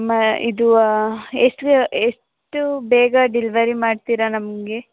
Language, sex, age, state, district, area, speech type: Kannada, female, 18-30, Karnataka, Mandya, rural, conversation